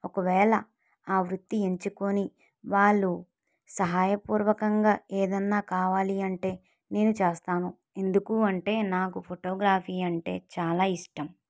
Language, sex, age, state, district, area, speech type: Telugu, female, 45-60, Andhra Pradesh, Kakinada, rural, spontaneous